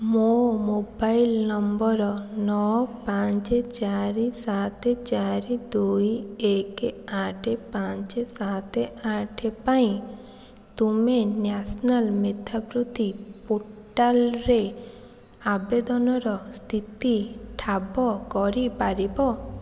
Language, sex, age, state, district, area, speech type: Odia, female, 45-60, Odisha, Puri, urban, read